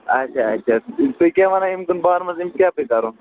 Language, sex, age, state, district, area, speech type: Kashmiri, male, 30-45, Jammu and Kashmir, Bandipora, rural, conversation